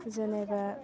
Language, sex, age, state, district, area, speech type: Bodo, female, 30-45, Assam, Udalguri, urban, spontaneous